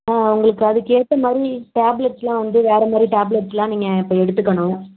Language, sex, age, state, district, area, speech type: Tamil, female, 30-45, Tamil Nadu, Tiruvarur, urban, conversation